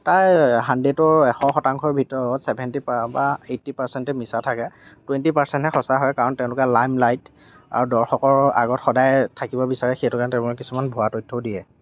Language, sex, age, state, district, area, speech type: Assamese, male, 18-30, Assam, Lakhimpur, rural, spontaneous